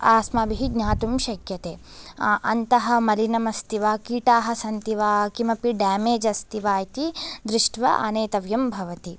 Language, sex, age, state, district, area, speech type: Sanskrit, female, 18-30, Andhra Pradesh, Visakhapatnam, urban, spontaneous